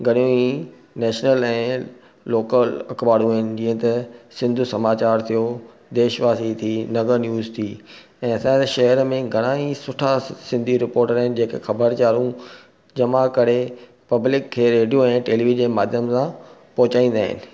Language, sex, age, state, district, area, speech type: Sindhi, male, 45-60, Maharashtra, Thane, urban, spontaneous